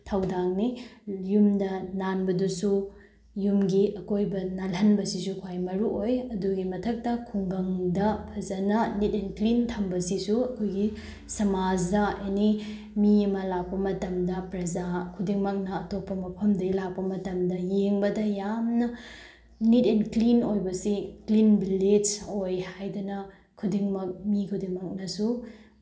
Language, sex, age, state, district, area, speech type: Manipuri, female, 18-30, Manipur, Bishnupur, rural, spontaneous